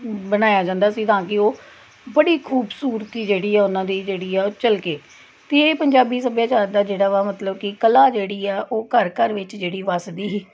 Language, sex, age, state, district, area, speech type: Punjabi, female, 30-45, Punjab, Tarn Taran, urban, spontaneous